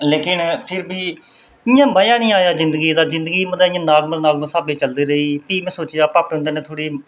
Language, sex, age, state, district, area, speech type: Dogri, male, 30-45, Jammu and Kashmir, Reasi, rural, spontaneous